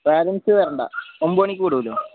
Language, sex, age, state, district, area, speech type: Malayalam, male, 18-30, Kerala, Wayanad, rural, conversation